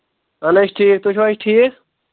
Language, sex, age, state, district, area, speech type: Kashmiri, male, 18-30, Jammu and Kashmir, Anantnag, rural, conversation